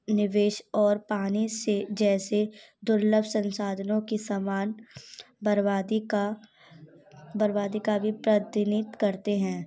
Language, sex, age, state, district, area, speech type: Hindi, female, 18-30, Madhya Pradesh, Gwalior, rural, spontaneous